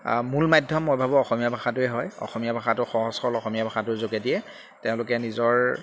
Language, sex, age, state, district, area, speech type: Assamese, male, 30-45, Assam, Jorhat, rural, spontaneous